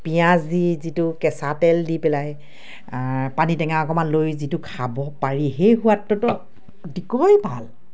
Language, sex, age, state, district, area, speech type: Assamese, female, 45-60, Assam, Dibrugarh, rural, spontaneous